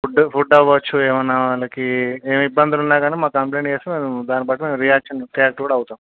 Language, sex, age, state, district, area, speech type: Telugu, male, 18-30, Andhra Pradesh, Krishna, urban, conversation